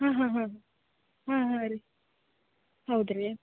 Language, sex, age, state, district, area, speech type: Kannada, female, 18-30, Karnataka, Gulbarga, urban, conversation